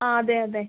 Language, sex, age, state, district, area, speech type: Malayalam, female, 18-30, Kerala, Kottayam, rural, conversation